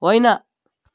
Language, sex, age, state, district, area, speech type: Nepali, male, 18-30, West Bengal, Darjeeling, rural, read